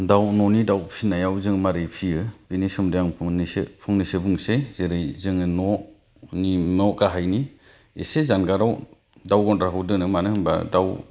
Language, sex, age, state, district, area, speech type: Bodo, male, 30-45, Assam, Kokrajhar, rural, spontaneous